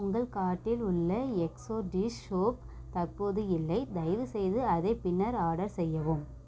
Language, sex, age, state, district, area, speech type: Tamil, female, 18-30, Tamil Nadu, Namakkal, rural, read